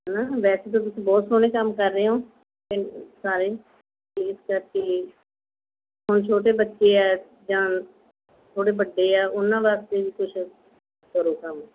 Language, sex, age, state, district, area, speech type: Punjabi, female, 45-60, Punjab, Mansa, urban, conversation